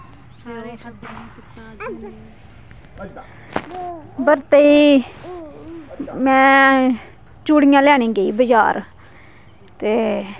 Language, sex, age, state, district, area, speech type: Dogri, female, 30-45, Jammu and Kashmir, Kathua, rural, spontaneous